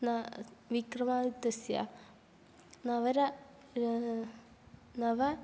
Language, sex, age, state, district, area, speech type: Sanskrit, female, 18-30, Kerala, Kannur, urban, spontaneous